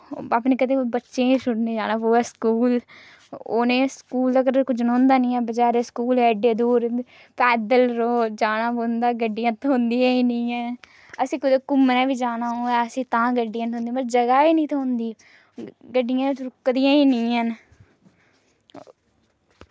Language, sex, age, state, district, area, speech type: Dogri, female, 30-45, Jammu and Kashmir, Reasi, rural, spontaneous